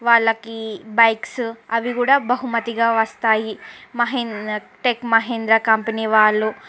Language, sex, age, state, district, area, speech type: Telugu, female, 45-60, Andhra Pradesh, Srikakulam, urban, spontaneous